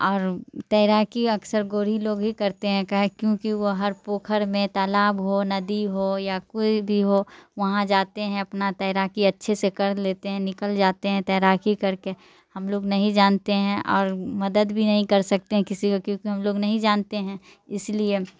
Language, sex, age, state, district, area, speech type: Urdu, female, 45-60, Bihar, Darbhanga, rural, spontaneous